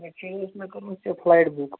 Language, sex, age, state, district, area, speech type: Kashmiri, female, 30-45, Jammu and Kashmir, Kulgam, rural, conversation